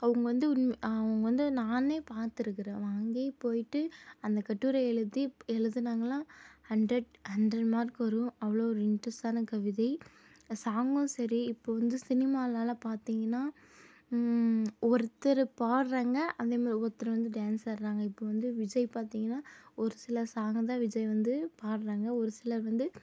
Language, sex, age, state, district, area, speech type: Tamil, female, 18-30, Tamil Nadu, Tirupattur, urban, spontaneous